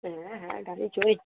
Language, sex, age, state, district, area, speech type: Bengali, female, 45-60, West Bengal, Darjeeling, urban, conversation